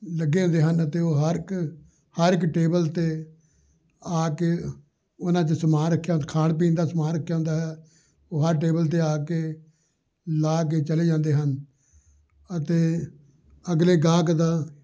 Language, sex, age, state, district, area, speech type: Punjabi, male, 60+, Punjab, Amritsar, urban, spontaneous